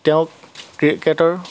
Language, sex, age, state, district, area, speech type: Assamese, male, 30-45, Assam, Dhemaji, rural, spontaneous